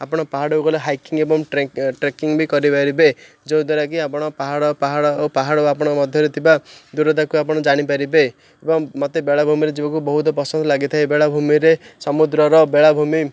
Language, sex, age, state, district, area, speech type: Odia, male, 30-45, Odisha, Ganjam, urban, spontaneous